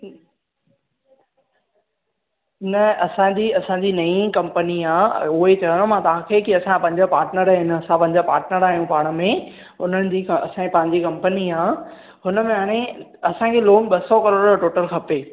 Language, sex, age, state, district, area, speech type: Sindhi, male, 18-30, Maharashtra, Thane, urban, conversation